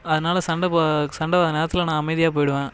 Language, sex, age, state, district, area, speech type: Tamil, male, 30-45, Tamil Nadu, Cuddalore, rural, spontaneous